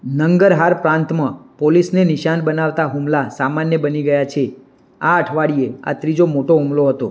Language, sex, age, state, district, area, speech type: Gujarati, male, 18-30, Gujarat, Mehsana, rural, read